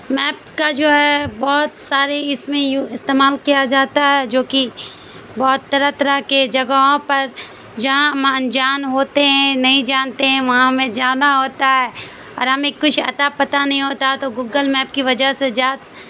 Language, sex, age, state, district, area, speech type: Urdu, female, 30-45, Bihar, Supaul, rural, spontaneous